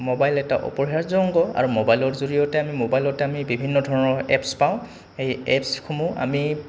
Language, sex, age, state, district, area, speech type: Assamese, male, 18-30, Assam, Goalpara, rural, spontaneous